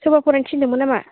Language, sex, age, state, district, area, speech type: Bodo, female, 18-30, Assam, Chirang, urban, conversation